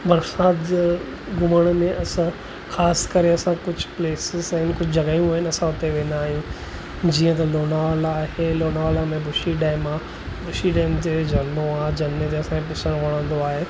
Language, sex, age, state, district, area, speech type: Sindhi, male, 30-45, Maharashtra, Thane, urban, spontaneous